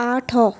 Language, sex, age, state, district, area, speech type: Odia, female, 18-30, Odisha, Rayagada, rural, read